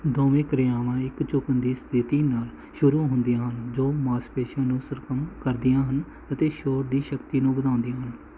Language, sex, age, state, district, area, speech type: Punjabi, male, 30-45, Punjab, Mohali, urban, read